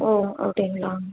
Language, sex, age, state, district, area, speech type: Tamil, female, 18-30, Tamil Nadu, Tiruvallur, urban, conversation